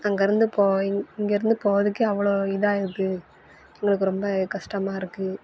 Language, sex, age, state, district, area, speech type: Tamil, female, 18-30, Tamil Nadu, Thoothukudi, urban, spontaneous